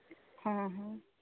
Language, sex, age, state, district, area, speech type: Odia, female, 18-30, Odisha, Subarnapur, urban, conversation